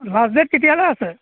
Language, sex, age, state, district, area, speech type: Assamese, male, 60+, Assam, Golaghat, rural, conversation